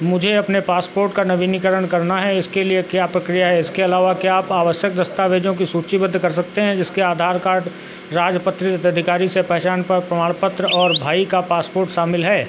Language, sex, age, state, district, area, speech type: Hindi, male, 45-60, Uttar Pradesh, Sitapur, rural, read